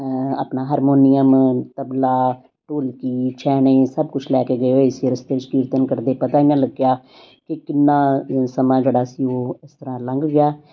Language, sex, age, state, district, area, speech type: Punjabi, female, 60+, Punjab, Amritsar, urban, spontaneous